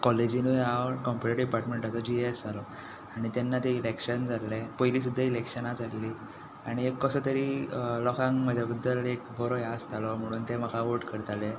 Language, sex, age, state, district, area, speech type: Goan Konkani, male, 18-30, Goa, Tiswadi, rural, spontaneous